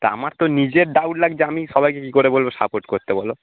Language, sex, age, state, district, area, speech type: Bengali, male, 18-30, West Bengal, North 24 Parganas, urban, conversation